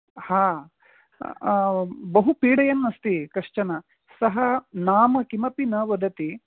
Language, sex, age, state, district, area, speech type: Sanskrit, male, 45-60, Karnataka, Uttara Kannada, rural, conversation